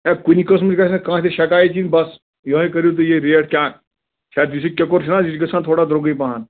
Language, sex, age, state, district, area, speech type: Kashmiri, male, 30-45, Jammu and Kashmir, Bandipora, rural, conversation